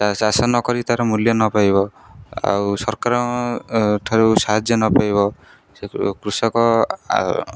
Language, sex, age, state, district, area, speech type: Odia, male, 18-30, Odisha, Jagatsinghpur, rural, spontaneous